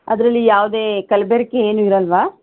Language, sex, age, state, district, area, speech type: Kannada, female, 30-45, Karnataka, Shimoga, rural, conversation